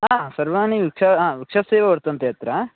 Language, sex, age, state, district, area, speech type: Sanskrit, male, 18-30, Karnataka, Chikkamagaluru, rural, conversation